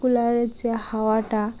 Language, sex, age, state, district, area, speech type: Bengali, female, 30-45, West Bengal, Dakshin Dinajpur, urban, spontaneous